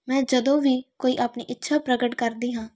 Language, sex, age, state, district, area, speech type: Punjabi, female, 18-30, Punjab, Tarn Taran, rural, spontaneous